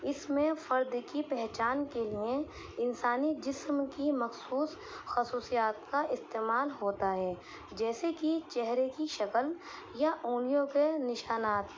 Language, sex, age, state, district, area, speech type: Urdu, female, 18-30, Delhi, East Delhi, urban, spontaneous